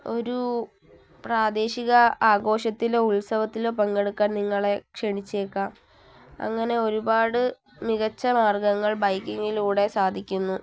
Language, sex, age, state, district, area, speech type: Malayalam, female, 18-30, Kerala, Palakkad, rural, spontaneous